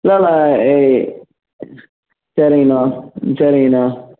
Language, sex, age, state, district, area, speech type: Tamil, male, 18-30, Tamil Nadu, Coimbatore, urban, conversation